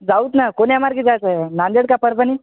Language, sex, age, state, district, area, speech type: Marathi, male, 18-30, Maharashtra, Hingoli, urban, conversation